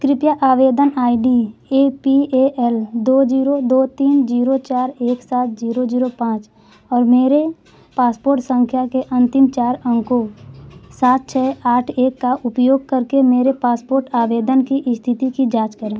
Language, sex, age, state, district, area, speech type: Hindi, female, 18-30, Uttar Pradesh, Mau, rural, read